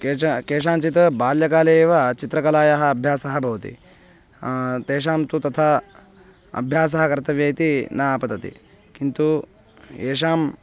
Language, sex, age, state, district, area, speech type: Sanskrit, male, 18-30, Karnataka, Bangalore Rural, urban, spontaneous